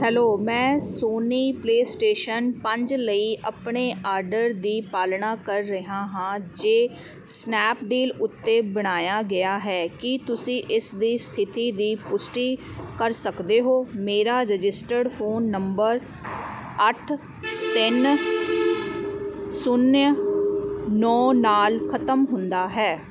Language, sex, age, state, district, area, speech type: Punjabi, female, 30-45, Punjab, Kapurthala, urban, read